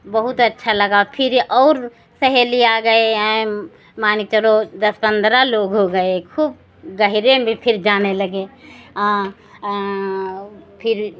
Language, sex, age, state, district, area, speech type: Hindi, female, 60+, Uttar Pradesh, Lucknow, rural, spontaneous